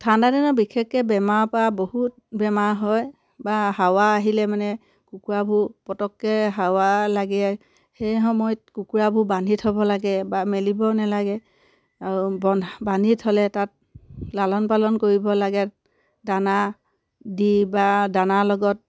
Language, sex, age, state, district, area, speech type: Assamese, female, 30-45, Assam, Sivasagar, rural, spontaneous